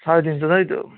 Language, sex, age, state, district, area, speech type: Bengali, male, 18-30, West Bengal, Darjeeling, rural, conversation